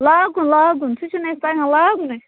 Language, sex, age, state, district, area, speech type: Kashmiri, female, 18-30, Jammu and Kashmir, Budgam, rural, conversation